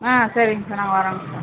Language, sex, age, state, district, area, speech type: Tamil, female, 45-60, Tamil Nadu, Ariyalur, rural, conversation